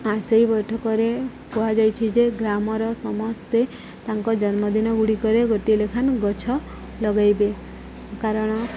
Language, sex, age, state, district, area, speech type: Odia, female, 30-45, Odisha, Subarnapur, urban, spontaneous